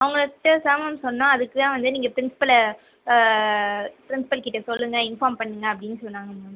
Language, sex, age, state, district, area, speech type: Tamil, female, 18-30, Tamil Nadu, Sivaganga, rural, conversation